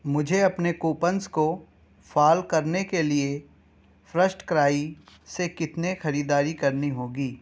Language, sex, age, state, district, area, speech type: Urdu, male, 18-30, Uttar Pradesh, Balrampur, rural, read